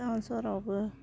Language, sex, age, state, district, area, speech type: Bodo, female, 30-45, Assam, Udalguri, rural, spontaneous